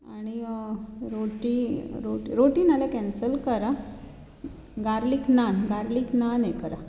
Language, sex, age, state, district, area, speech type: Goan Konkani, female, 45-60, Goa, Bardez, urban, spontaneous